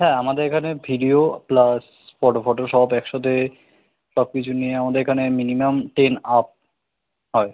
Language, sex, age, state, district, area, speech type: Bengali, male, 18-30, West Bengal, Kolkata, urban, conversation